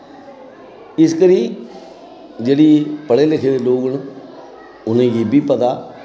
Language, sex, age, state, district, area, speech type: Dogri, male, 60+, Jammu and Kashmir, Samba, rural, spontaneous